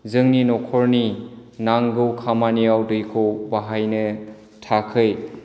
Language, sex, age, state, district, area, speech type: Bodo, male, 45-60, Assam, Chirang, urban, spontaneous